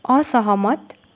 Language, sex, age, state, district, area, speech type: Nepali, female, 18-30, West Bengal, Darjeeling, rural, read